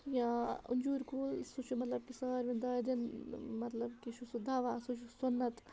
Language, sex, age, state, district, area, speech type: Kashmiri, female, 30-45, Jammu and Kashmir, Bandipora, rural, spontaneous